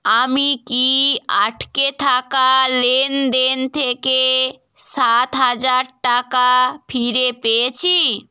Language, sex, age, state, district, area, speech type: Bengali, female, 18-30, West Bengal, North 24 Parganas, rural, read